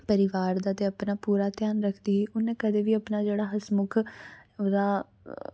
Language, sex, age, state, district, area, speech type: Dogri, female, 18-30, Jammu and Kashmir, Samba, urban, spontaneous